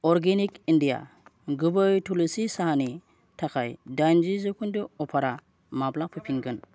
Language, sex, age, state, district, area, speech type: Bodo, male, 30-45, Assam, Kokrajhar, rural, read